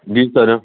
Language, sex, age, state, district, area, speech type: Punjabi, male, 45-60, Punjab, Fatehgarh Sahib, rural, conversation